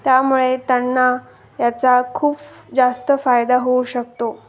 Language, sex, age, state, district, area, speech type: Marathi, female, 18-30, Maharashtra, Osmanabad, rural, spontaneous